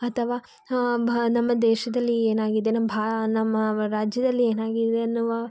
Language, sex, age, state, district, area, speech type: Kannada, female, 30-45, Karnataka, Tumkur, rural, spontaneous